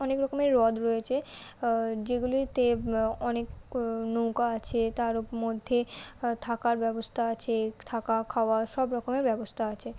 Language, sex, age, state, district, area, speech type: Bengali, female, 18-30, West Bengal, Kolkata, urban, spontaneous